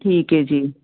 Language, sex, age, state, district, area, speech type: Punjabi, female, 45-60, Punjab, Fazilka, rural, conversation